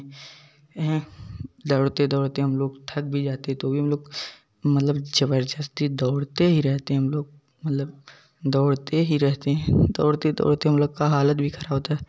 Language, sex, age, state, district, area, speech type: Hindi, male, 18-30, Uttar Pradesh, Jaunpur, urban, spontaneous